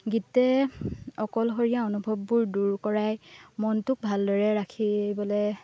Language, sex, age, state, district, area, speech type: Assamese, female, 18-30, Assam, Lakhimpur, rural, spontaneous